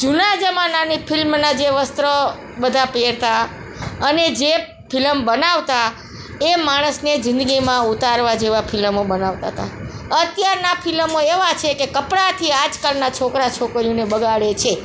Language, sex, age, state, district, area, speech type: Gujarati, female, 45-60, Gujarat, Morbi, urban, spontaneous